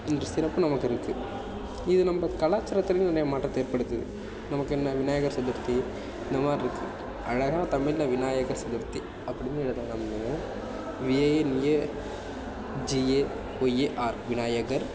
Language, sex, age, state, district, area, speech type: Tamil, male, 18-30, Tamil Nadu, Nagapattinam, urban, spontaneous